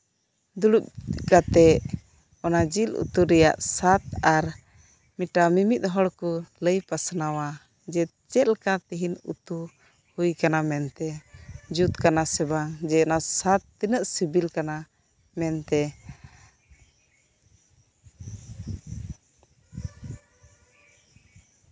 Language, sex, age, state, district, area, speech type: Santali, female, 18-30, West Bengal, Birbhum, rural, spontaneous